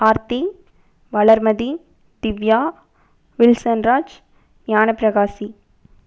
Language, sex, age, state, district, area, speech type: Tamil, female, 18-30, Tamil Nadu, Erode, urban, spontaneous